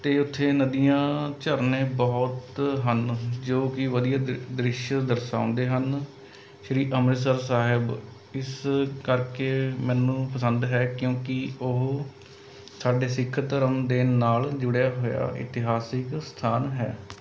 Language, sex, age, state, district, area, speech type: Punjabi, male, 30-45, Punjab, Mohali, urban, spontaneous